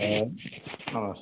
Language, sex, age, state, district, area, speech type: Hindi, male, 60+, Uttar Pradesh, Chandauli, rural, conversation